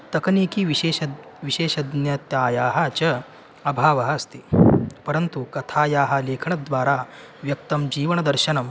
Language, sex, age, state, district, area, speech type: Sanskrit, male, 18-30, Maharashtra, Solapur, rural, spontaneous